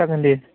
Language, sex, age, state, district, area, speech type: Bodo, male, 18-30, Assam, Baksa, rural, conversation